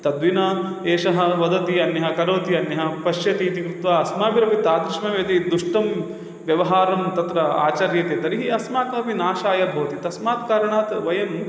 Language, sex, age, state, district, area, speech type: Sanskrit, male, 30-45, Kerala, Thrissur, urban, spontaneous